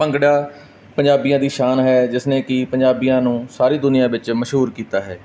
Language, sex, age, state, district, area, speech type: Punjabi, male, 30-45, Punjab, Barnala, rural, spontaneous